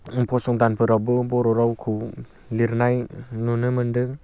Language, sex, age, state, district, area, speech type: Bodo, male, 18-30, Assam, Baksa, rural, spontaneous